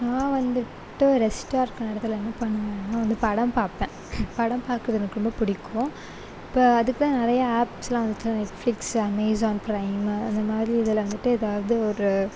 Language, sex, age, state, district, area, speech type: Tamil, female, 18-30, Tamil Nadu, Sivaganga, rural, spontaneous